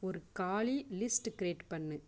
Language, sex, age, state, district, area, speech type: Tamil, female, 30-45, Tamil Nadu, Dharmapuri, rural, read